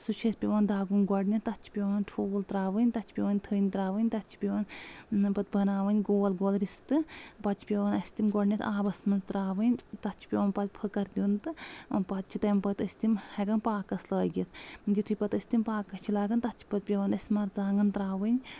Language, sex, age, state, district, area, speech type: Kashmiri, female, 30-45, Jammu and Kashmir, Anantnag, rural, spontaneous